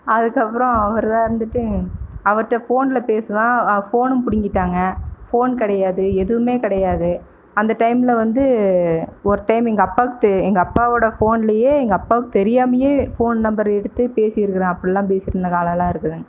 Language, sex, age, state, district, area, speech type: Tamil, female, 30-45, Tamil Nadu, Erode, rural, spontaneous